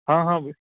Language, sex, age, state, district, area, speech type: Punjabi, male, 18-30, Punjab, Patiala, rural, conversation